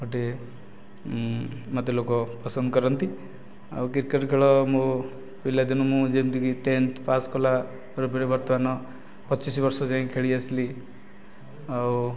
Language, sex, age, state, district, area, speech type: Odia, male, 30-45, Odisha, Nayagarh, rural, spontaneous